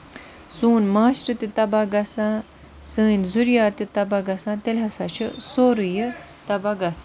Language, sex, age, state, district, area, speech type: Kashmiri, female, 30-45, Jammu and Kashmir, Budgam, rural, spontaneous